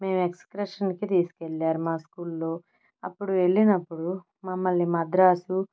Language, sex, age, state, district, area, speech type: Telugu, female, 30-45, Andhra Pradesh, Nellore, urban, spontaneous